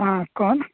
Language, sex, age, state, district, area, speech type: Hindi, male, 18-30, Bihar, Madhepura, rural, conversation